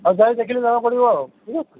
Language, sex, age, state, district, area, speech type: Odia, male, 60+, Odisha, Gajapati, rural, conversation